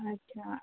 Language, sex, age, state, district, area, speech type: Hindi, female, 18-30, Madhya Pradesh, Harda, urban, conversation